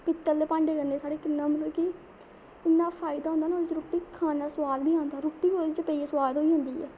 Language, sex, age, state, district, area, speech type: Dogri, female, 18-30, Jammu and Kashmir, Samba, rural, spontaneous